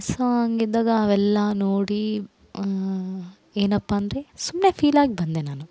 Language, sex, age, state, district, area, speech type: Kannada, female, 18-30, Karnataka, Vijayanagara, rural, spontaneous